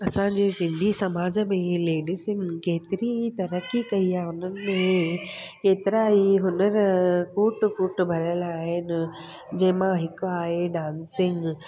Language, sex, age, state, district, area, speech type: Sindhi, female, 30-45, Gujarat, Surat, urban, spontaneous